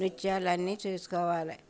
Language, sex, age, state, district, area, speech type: Telugu, female, 60+, Andhra Pradesh, Bapatla, urban, spontaneous